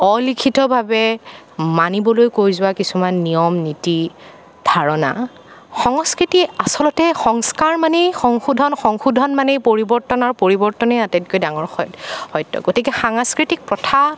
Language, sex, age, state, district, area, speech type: Assamese, female, 18-30, Assam, Nagaon, rural, spontaneous